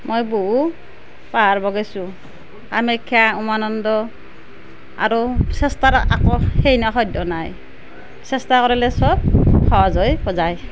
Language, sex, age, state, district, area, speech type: Assamese, female, 30-45, Assam, Nalbari, rural, spontaneous